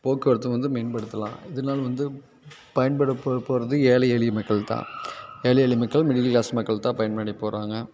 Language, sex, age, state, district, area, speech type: Tamil, male, 30-45, Tamil Nadu, Tiruppur, rural, spontaneous